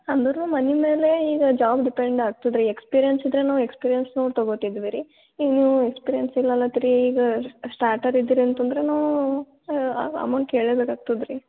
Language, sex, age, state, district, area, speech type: Kannada, female, 18-30, Karnataka, Gulbarga, urban, conversation